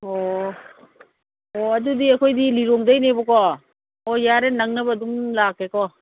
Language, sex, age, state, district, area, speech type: Manipuri, female, 45-60, Manipur, Churachandpur, rural, conversation